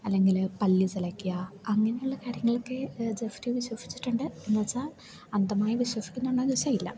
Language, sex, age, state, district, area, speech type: Malayalam, female, 18-30, Kerala, Idukki, rural, spontaneous